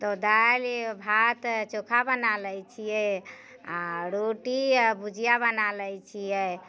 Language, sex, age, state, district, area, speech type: Maithili, female, 45-60, Bihar, Muzaffarpur, urban, spontaneous